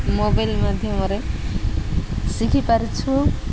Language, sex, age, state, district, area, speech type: Odia, female, 30-45, Odisha, Koraput, urban, spontaneous